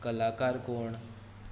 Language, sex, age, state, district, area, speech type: Goan Konkani, male, 18-30, Goa, Tiswadi, rural, read